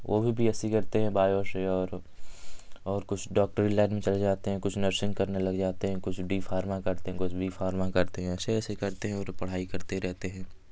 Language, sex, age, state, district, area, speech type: Hindi, male, 18-30, Uttar Pradesh, Varanasi, rural, spontaneous